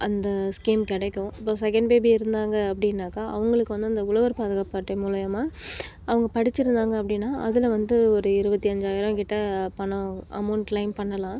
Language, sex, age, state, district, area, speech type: Tamil, female, 30-45, Tamil Nadu, Nagapattinam, rural, spontaneous